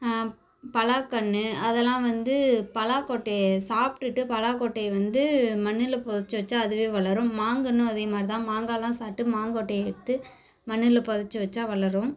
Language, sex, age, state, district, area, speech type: Tamil, female, 18-30, Tamil Nadu, Cuddalore, rural, spontaneous